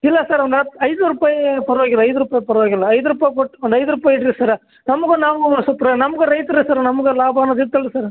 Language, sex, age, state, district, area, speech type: Kannada, male, 18-30, Karnataka, Bellary, urban, conversation